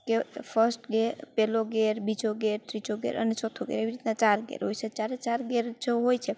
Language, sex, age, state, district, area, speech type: Gujarati, female, 18-30, Gujarat, Rajkot, rural, spontaneous